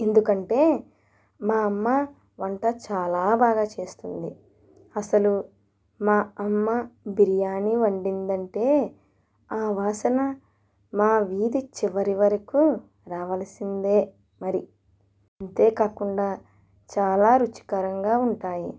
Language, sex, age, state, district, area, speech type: Telugu, female, 18-30, Andhra Pradesh, East Godavari, rural, spontaneous